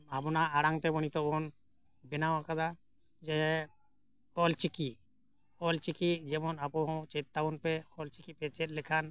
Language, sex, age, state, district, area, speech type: Santali, male, 60+, Jharkhand, Bokaro, rural, spontaneous